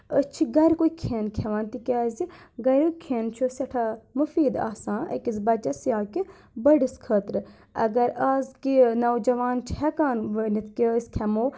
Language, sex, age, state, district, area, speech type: Kashmiri, male, 45-60, Jammu and Kashmir, Budgam, rural, spontaneous